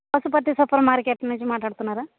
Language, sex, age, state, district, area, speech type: Telugu, female, 18-30, Andhra Pradesh, Sri Balaji, rural, conversation